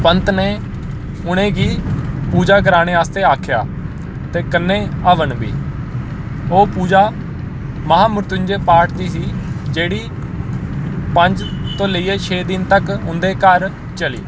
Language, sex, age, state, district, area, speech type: Dogri, male, 18-30, Jammu and Kashmir, Kathua, rural, spontaneous